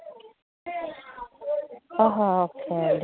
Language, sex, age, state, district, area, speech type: Telugu, female, 60+, Andhra Pradesh, Kakinada, rural, conversation